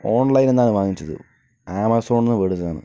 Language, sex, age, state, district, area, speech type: Malayalam, male, 60+, Kerala, Palakkad, urban, spontaneous